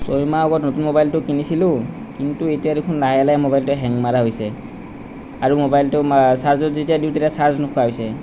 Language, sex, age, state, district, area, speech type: Assamese, male, 30-45, Assam, Nalbari, rural, spontaneous